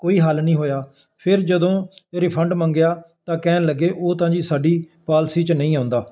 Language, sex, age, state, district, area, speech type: Punjabi, male, 60+, Punjab, Ludhiana, urban, spontaneous